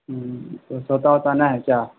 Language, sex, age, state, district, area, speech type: Urdu, male, 18-30, Bihar, Saharsa, rural, conversation